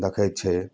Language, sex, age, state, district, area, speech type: Maithili, male, 30-45, Bihar, Darbhanga, rural, spontaneous